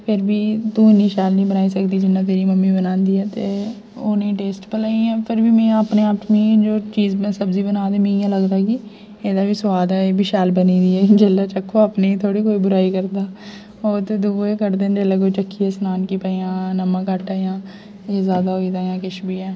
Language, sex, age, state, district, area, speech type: Dogri, female, 18-30, Jammu and Kashmir, Jammu, rural, spontaneous